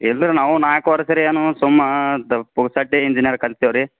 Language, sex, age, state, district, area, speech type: Kannada, male, 18-30, Karnataka, Gulbarga, urban, conversation